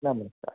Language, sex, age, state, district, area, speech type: Marathi, male, 45-60, Maharashtra, Osmanabad, rural, conversation